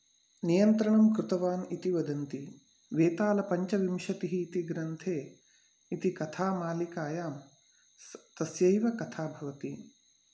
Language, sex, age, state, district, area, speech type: Sanskrit, male, 45-60, Karnataka, Uttara Kannada, rural, spontaneous